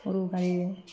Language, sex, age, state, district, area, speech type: Assamese, female, 45-60, Assam, Udalguri, rural, spontaneous